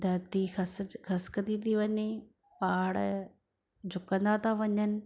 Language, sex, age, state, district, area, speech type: Sindhi, female, 30-45, Gujarat, Surat, urban, spontaneous